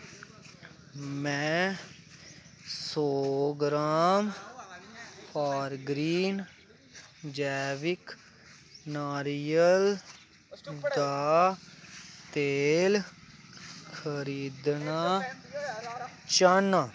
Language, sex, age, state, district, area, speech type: Dogri, male, 18-30, Jammu and Kashmir, Kathua, rural, read